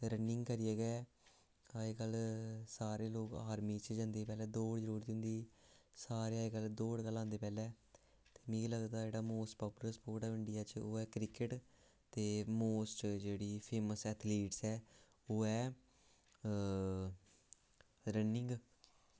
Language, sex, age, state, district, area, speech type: Dogri, male, 18-30, Jammu and Kashmir, Samba, urban, spontaneous